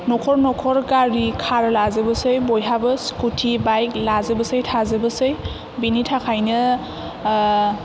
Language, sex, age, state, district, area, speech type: Bodo, female, 18-30, Assam, Chirang, urban, spontaneous